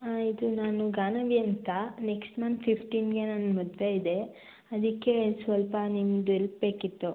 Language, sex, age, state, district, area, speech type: Kannada, female, 18-30, Karnataka, Mandya, rural, conversation